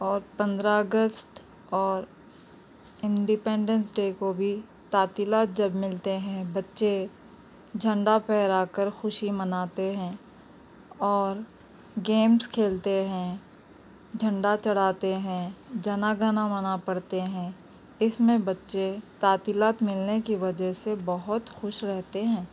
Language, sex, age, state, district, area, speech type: Urdu, female, 30-45, Telangana, Hyderabad, urban, spontaneous